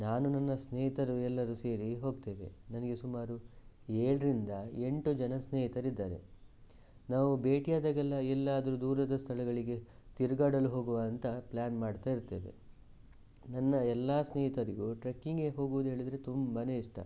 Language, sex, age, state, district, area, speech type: Kannada, male, 18-30, Karnataka, Shimoga, rural, spontaneous